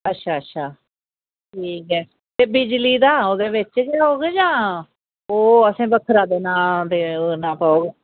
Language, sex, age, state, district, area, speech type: Dogri, female, 60+, Jammu and Kashmir, Reasi, rural, conversation